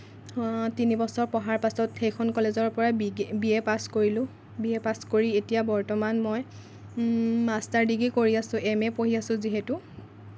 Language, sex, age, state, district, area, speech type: Assamese, female, 18-30, Assam, Lakhimpur, rural, spontaneous